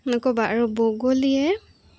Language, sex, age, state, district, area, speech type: Assamese, female, 18-30, Assam, Goalpara, urban, spontaneous